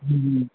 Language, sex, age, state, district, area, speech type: Gujarati, male, 30-45, Gujarat, Morbi, rural, conversation